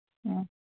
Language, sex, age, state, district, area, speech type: Manipuri, female, 45-60, Manipur, Kangpokpi, urban, conversation